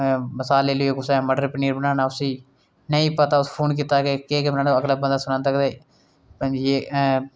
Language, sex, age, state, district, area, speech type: Dogri, male, 30-45, Jammu and Kashmir, Udhampur, rural, spontaneous